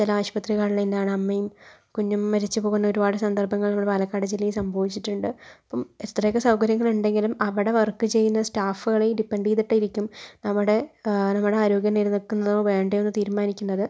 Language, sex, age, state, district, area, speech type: Malayalam, female, 18-30, Kerala, Palakkad, urban, spontaneous